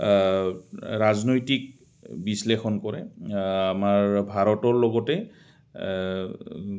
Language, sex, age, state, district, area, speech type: Assamese, male, 45-60, Assam, Goalpara, rural, spontaneous